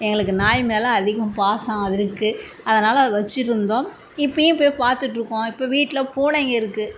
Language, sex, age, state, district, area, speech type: Tamil, female, 60+, Tamil Nadu, Salem, rural, spontaneous